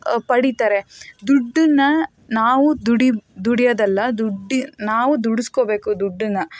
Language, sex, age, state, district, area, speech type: Kannada, female, 30-45, Karnataka, Davanagere, rural, spontaneous